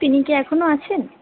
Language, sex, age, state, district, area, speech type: Bengali, female, 45-60, West Bengal, Purba Bardhaman, rural, conversation